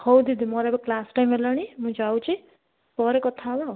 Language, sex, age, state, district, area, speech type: Odia, female, 30-45, Odisha, Kalahandi, rural, conversation